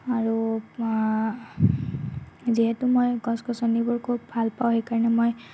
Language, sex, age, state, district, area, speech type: Assamese, female, 30-45, Assam, Morigaon, rural, spontaneous